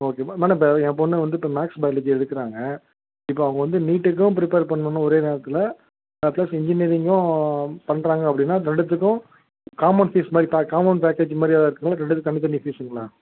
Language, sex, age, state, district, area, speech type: Tamil, male, 30-45, Tamil Nadu, Ariyalur, rural, conversation